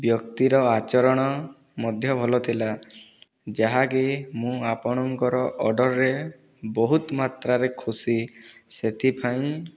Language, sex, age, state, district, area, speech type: Odia, male, 18-30, Odisha, Boudh, rural, spontaneous